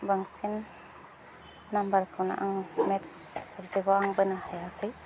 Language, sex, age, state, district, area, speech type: Bodo, female, 30-45, Assam, Udalguri, rural, spontaneous